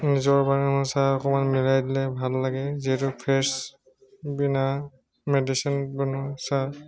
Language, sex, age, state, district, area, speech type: Assamese, male, 30-45, Assam, Tinsukia, rural, spontaneous